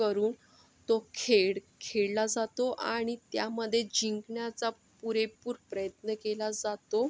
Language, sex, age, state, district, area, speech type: Marathi, female, 45-60, Maharashtra, Yavatmal, urban, spontaneous